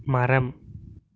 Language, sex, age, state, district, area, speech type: Tamil, male, 18-30, Tamil Nadu, Krishnagiri, rural, read